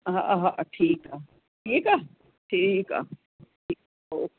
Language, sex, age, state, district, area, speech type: Sindhi, female, 60+, Uttar Pradesh, Lucknow, rural, conversation